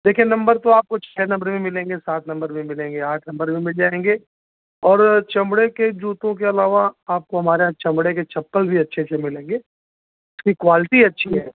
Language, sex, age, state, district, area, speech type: Hindi, male, 60+, Uttar Pradesh, Azamgarh, rural, conversation